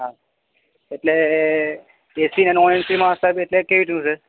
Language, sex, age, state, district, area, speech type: Gujarati, male, 18-30, Gujarat, Narmada, rural, conversation